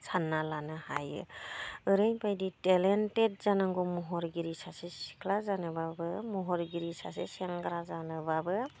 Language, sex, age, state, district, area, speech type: Bodo, female, 45-60, Assam, Udalguri, rural, spontaneous